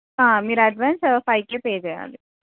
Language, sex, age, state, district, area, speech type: Telugu, female, 18-30, Telangana, Nizamabad, urban, conversation